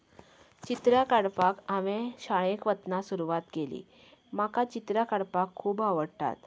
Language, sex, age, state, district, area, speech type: Goan Konkani, female, 30-45, Goa, Canacona, rural, spontaneous